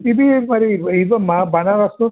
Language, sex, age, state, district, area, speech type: Telugu, male, 45-60, Andhra Pradesh, Visakhapatnam, urban, conversation